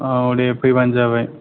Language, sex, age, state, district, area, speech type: Bodo, male, 18-30, Assam, Kokrajhar, rural, conversation